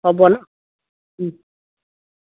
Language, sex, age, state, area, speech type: Assamese, female, 45-60, Assam, rural, conversation